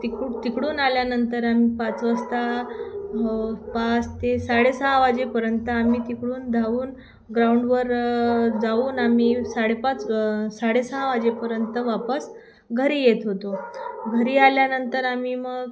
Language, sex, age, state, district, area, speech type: Marathi, female, 30-45, Maharashtra, Thane, urban, spontaneous